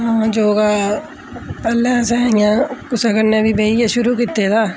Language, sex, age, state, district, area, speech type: Dogri, female, 30-45, Jammu and Kashmir, Udhampur, urban, spontaneous